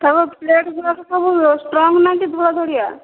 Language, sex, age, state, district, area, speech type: Odia, female, 18-30, Odisha, Boudh, rural, conversation